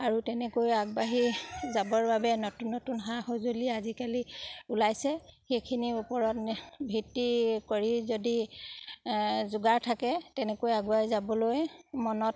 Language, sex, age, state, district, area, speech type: Assamese, female, 30-45, Assam, Sivasagar, rural, spontaneous